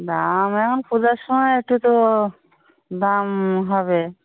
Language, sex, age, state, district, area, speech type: Bengali, female, 45-60, West Bengal, Birbhum, urban, conversation